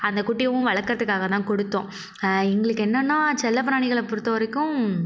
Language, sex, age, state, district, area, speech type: Tamil, female, 45-60, Tamil Nadu, Mayiladuthurai, rural, spontaneous